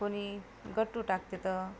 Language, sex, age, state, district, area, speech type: Marathi, other, 30-45, Maharashtra, Washim, rural, spontaneous